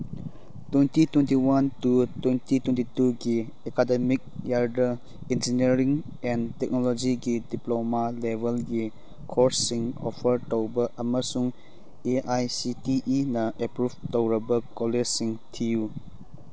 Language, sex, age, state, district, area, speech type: Manipuri, male, 30-45, Manipur, Churachandpur, rural, read